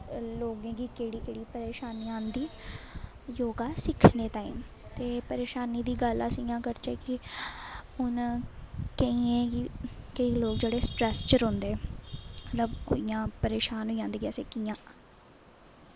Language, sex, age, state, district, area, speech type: Dogri, female, 18-30, Jammu and Kashmir, Jammu, rural, spontaneous